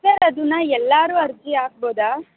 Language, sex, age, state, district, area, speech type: Kannada, female, 45-60, Karnataka, Tumkur, rural, conversation